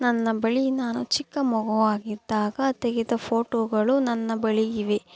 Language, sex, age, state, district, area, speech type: Kannada, female, 18-30, Karnataka, Tumkur, urban, spontaneous